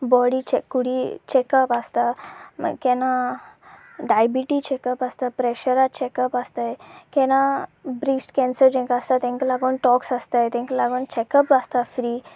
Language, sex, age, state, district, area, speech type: Goan Konkani, female, 18-30, Goa, Sanguem, rural, spontaneous